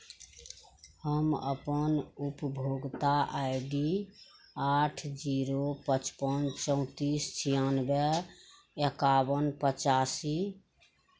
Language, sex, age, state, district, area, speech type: Maithili, female, 45-60, Bihar, Araria, rural, read